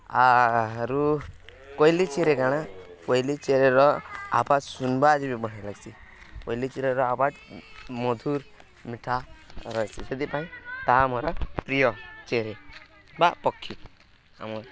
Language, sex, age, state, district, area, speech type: Odia, male, 18-30, Odisha, Nuapada, rural, spontaneous